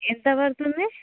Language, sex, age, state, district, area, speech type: Telugu, female, 18-30, Andhra Pradesh, Vizianagaram, urban, conversation